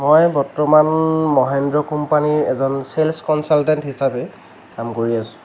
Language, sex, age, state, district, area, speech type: Assamese, male, 45-60, Assam, Lakhimpur, rural, spontaneous